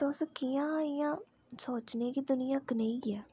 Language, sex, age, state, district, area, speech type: Dogri, female, 30-45, Jammu and Kashmir, Udhampur, rural, spontaneous